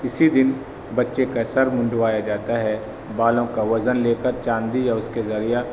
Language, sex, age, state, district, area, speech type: Urdu, male, 30-45, Delhi, North East Delhi, urban, spontaneous